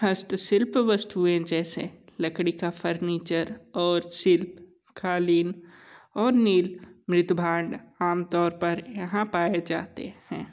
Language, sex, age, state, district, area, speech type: Hindi, male, 30-45, Uttar Pradesh, Sonbhadra, rural, read